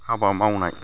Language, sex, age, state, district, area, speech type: Bodo, male, 45-60, Assam, Chirang, rural, spontaneous